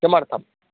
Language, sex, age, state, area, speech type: Sanskrit, male, 18-30, Madhya Pradesh, urban, conversation